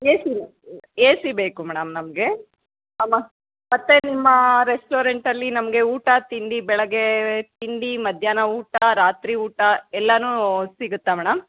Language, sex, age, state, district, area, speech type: Kannada, female, 30-45, Karnataka, Chikkaballapur, rural, conversation